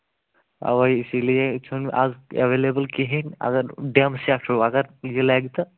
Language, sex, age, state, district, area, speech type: Kashmiri, male, 18-30, Jammu and Kashmir, Kulgam, rural, conversation